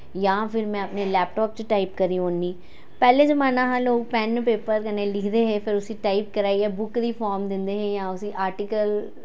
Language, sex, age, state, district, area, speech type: Dogri, female, 45-60, Jammu and Kashmir, Jammu, urban, spontaneous